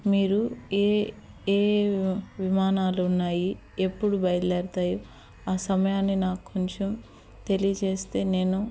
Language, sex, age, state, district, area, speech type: Telugu, female, 30-45, Andhra Pradesh, Eluru, urban, spontaneous